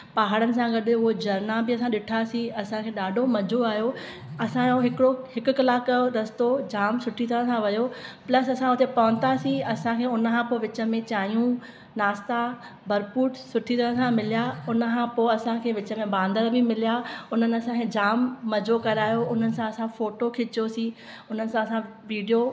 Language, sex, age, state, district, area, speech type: Sindhi, female, 30-45, Maharashtra, Thane, urban, spontaneous